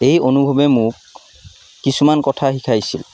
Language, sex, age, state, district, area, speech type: Assamese, male, 18-30, Assam, Udalguri, urban, spontaneous